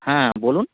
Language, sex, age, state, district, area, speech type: Bengali, male, 18-30, West Bengal, North 24 Parganas, rural, conversation